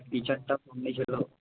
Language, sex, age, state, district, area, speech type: Bengali, male, 18-30, West Bengal, Purba Bardhaman, urban, conversation